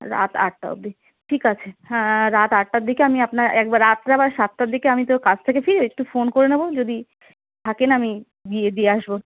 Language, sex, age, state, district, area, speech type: Bengali, female, 30-45, West Bengal, Darjeeling, urban, conversation